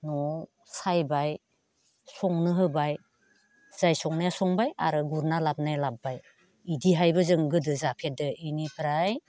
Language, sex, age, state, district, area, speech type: Bodo, female, 60+, Assam, Baksa, rural, spontaneous